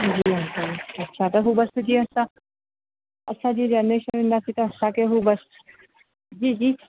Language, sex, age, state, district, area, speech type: Sindhi, female, 30-45, Rajasthan, Ajmer, urban, conversation